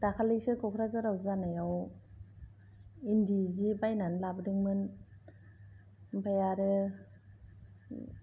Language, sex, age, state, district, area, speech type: Bodo, female, 45-60, Assam, Kokrajhar, urban, spontaneous